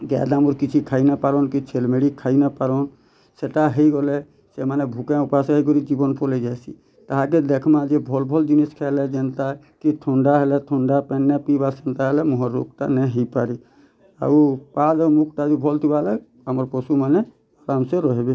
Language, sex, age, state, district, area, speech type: Odia, male, 30-45, Odisha, Bargarh, urban, spontaneous